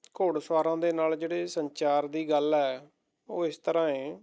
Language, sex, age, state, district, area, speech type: Punjabi, male, 30-45, Punjab, Mohali, rural, spontaneous